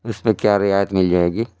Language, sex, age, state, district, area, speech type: Urdu, male, 60+, Uttar Pradesh, Lucknow, urban, spontaneous